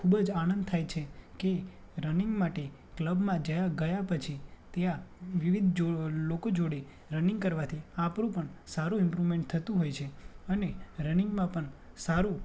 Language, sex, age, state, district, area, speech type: Gujarati, male, 18-30, Gujarat, Anand, rural, spontaneous